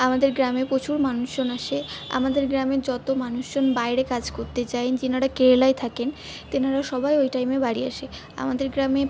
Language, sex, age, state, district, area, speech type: Bengali, female, 45-60, West Bengal, Purba Bardhaman, rural, spontaneous